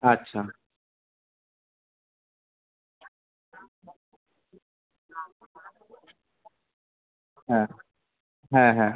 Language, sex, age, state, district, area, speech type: Bengali, male, 18-30, West Bengal, Kolkata, urban, conversation